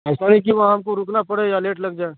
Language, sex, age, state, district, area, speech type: Urdu, male, 45-60, Bihar, Khagaria, rural, conversation